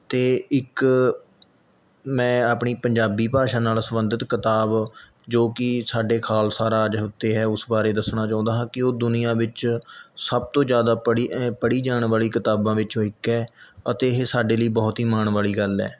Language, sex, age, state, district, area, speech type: Punjabi, male, 18-30, Punjab, Mohali, rural, spontaneous